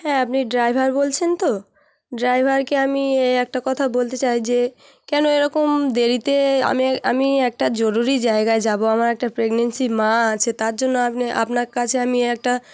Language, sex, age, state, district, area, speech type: Bengali, female, 18-30, West Bengal, Hooghly, urban, spontaneous